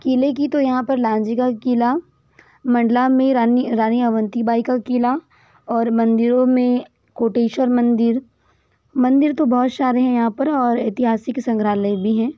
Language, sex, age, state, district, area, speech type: Hindi, female, 45-60, Madhya Pradesh, Balaghat, rural, spontaneous